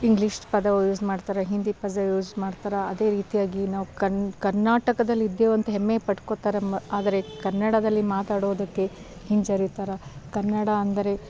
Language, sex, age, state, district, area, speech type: Kannada, female, 30-45, Karnataka, Bidar, urban, spontaneous